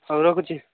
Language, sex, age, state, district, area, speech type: Odia, male, 18-30, Odisha, Nabarangpur, urban, conversation